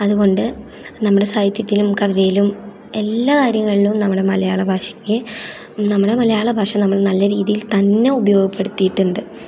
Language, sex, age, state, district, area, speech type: Malayalam, female, 18-30, Kerala, Thrissur, rural, spontaneous